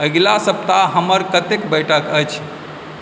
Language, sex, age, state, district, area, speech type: Maithili, male, 45-60, Bihar, Supaul, urban, read